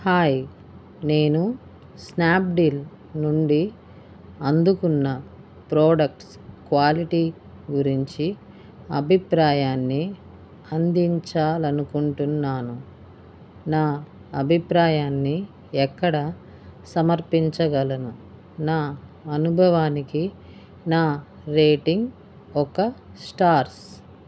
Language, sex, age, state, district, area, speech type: Telugu, female, 45-60, Andhra Pradesh, Bapatla, rural, read